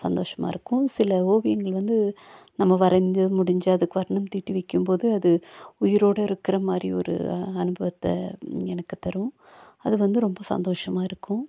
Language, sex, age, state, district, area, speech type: Tamil, female, 45-60, Tamil Nadu, Nilgiris, urban, spontaneous